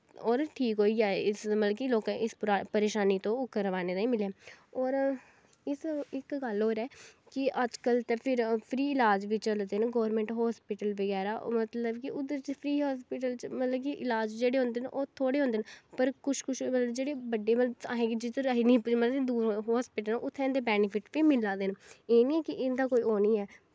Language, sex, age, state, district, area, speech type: Dogri, female, 18-30, Jammu and Kashmir, Kathua, rural, spontaneous